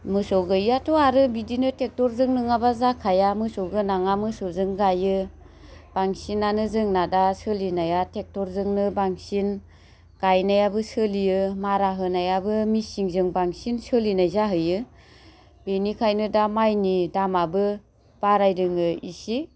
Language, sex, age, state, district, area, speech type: Bodo, female, 30-45, Assam, Baksa, rural, spontaneous